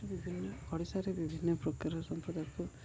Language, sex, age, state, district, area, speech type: Odia, male, 18-30, Odisha, Koraput, urban, spontaneous